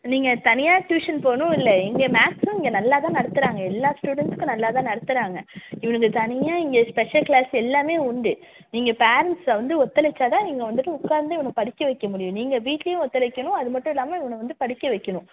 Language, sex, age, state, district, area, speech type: Tamil, female, 18-30, Tamil Nadu, Thanjavur, urban, conversation